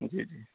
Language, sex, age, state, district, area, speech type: Urdu, male, 18-30, Bihar, Purnia, rural, conversation